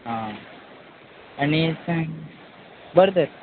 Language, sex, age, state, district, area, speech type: Goan Konkani, male, 30-45, Goa, Quepem, rural, conversation